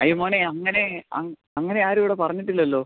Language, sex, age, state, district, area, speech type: Malayalam, male, 18-30, Kerala, Pathanamthitta, rural, conversation